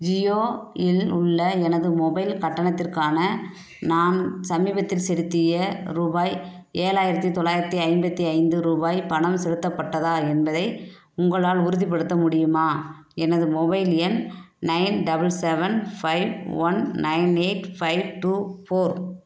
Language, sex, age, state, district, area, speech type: Tamil, female, 45-60, Tamil Nadu, Theni, rural, read